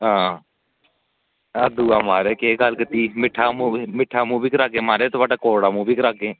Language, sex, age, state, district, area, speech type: Dogri, male, 18-30, Jammu and Kashmir, Samba, rural, conversation